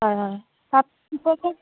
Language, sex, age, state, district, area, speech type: Assamese, female, 60+, Assam, Darrang, rural, conversation